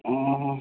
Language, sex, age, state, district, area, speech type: Odia, male, 30-45, Odisha, Kalahandi, rural, conversation